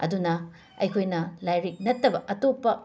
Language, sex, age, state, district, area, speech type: Manipuri, female, 30-45, Manipur, Imphal West, urban, spontaneous